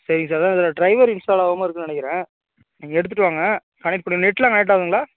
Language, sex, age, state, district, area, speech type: Tamil, male, 30-45, Tamil Nadu, Tiruvarur, rural, conversation